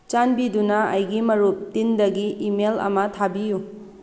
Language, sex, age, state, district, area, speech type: Manipuri, female, 18-30, Manipur, Kakching, rural, read